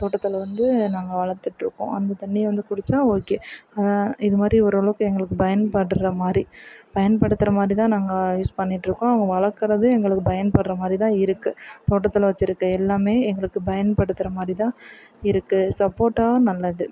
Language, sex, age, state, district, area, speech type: Tamil, female, 45-60, Tamil Nadu, Perambalur, rural, spontaneous